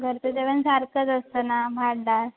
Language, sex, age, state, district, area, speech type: Marathi, female, 18-30, Maharashtra, Ratnagiri, rural, conversation